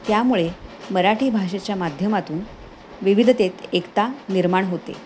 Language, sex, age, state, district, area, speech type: Marathi, female, 45-60, Maharashtra, Thane, rural, spontaneous